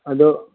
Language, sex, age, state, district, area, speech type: Manipuri, male, 60+, Manipur, Kangpokpi, urban, conversation